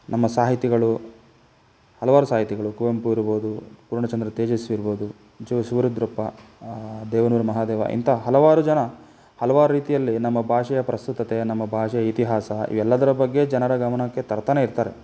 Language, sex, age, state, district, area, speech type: Kannada, male, 30-45, Karnataka, Chikkaballapur, urban, spontaneous